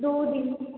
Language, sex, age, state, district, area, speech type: Hindi, female, 18-30, Rajasthan, Jodhpur, urban, conversation